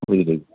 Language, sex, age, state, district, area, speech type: Odia, male, 60+, Odisha, Gajapati, rural, conversation